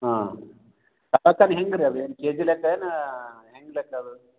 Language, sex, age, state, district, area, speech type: Kannada, male, 45-60, Karnataka, Gulbarga, urban, conversation